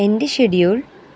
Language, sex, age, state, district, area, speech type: Malayalam, female, 18-30, Kerala, Ernakulam, rural, read